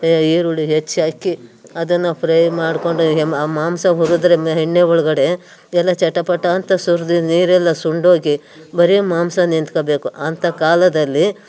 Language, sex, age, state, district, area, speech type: Kannada, female, 60+, Karnataka, Mandya, rural, spontaneous